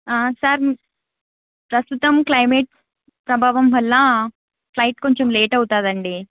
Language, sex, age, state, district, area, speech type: Telugu, female, 18-30, Andhra Pradesh, Krishna, urban, conversation